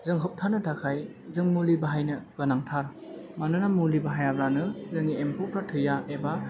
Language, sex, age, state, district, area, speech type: Bodo, male, 18-30, Assam, Chirang, rural, spontaneous